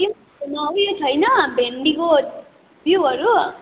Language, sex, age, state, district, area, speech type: Nepali, female, 18-30, West Bengal, Darjeeling, rural, conversation